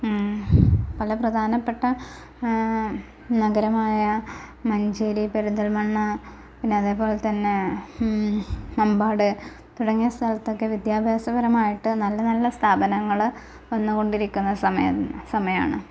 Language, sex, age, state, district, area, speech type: Malayalam, female, 18-30, Kerala, Malappuram, rural, spontaneous